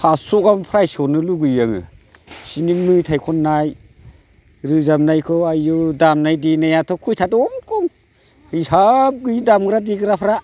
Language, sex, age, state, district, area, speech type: Bodo, male, 45-60, Assam, Chirang, rural, spontaneous